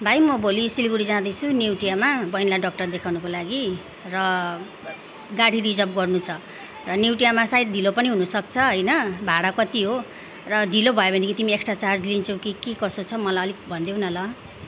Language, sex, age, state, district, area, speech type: Nepali, female, 30-45, West Bengal, Jalpaiguri, urban, spontaneous